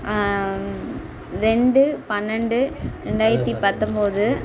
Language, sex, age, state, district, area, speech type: Tamil, female, 18-30, Tamil Nadu, Kallakurichi, rural, spontaneous